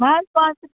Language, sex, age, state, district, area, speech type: Kashmiri, female, 45-60, Jammu and Kashmir, Ganderbal, rural, conversation